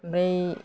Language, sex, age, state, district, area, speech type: Bodo, female, 60+, Assam, Udalguri, rural, spontaneous